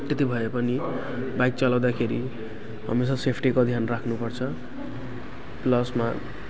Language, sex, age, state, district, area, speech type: Nepali, male, 18-30, West Bengal, Jalpaiguri, rural, spontaneous